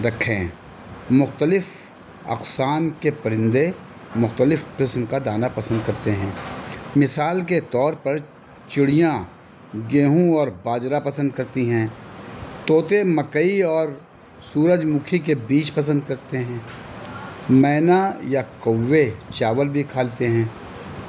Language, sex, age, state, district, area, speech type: Urdu, male, 60+, Delhi, North East Delhi, urban, spontaneous